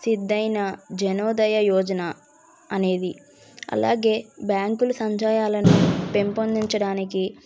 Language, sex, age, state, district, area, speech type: Telugu, female, 18-30, Andhra Pradesh, N T Rama Rao, urban, spontaneous